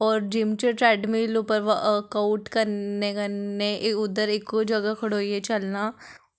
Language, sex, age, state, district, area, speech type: Dogri, female, 18-30, Jammu and Kashmir, Samba, urban, spontaneous